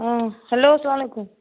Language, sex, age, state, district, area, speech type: Kashmiri, female, 45-60, Jammu and Kashmir, Baramulla, rural, conversation